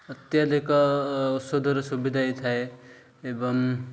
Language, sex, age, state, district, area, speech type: Odia, male, 18-30, Odisha, Ganjam, urban, spontaneous